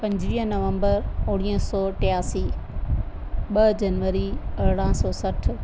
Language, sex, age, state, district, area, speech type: Sindhi, female, 60+, Rajasthan, Ajmer, urban, spontaneous